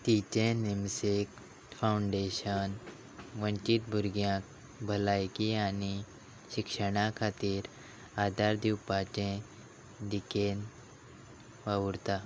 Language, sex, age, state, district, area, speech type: Goan Konkani, male, 30-45, Goa, Quepem, rural, read